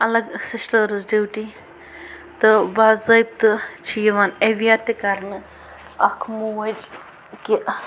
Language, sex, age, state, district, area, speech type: Kashmiri, female, 30-45, Jammu and Kashmir, Bandipora, rural, spontaneous